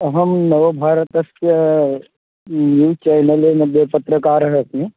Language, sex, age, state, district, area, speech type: Sanskrit, male, 18-30, Maharashtra, Beed, urban, conversation